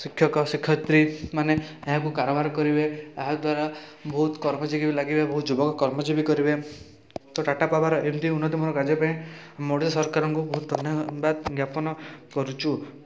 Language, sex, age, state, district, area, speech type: Odia, male, 18-30, Odisha, Rayagada, urban, spontaneous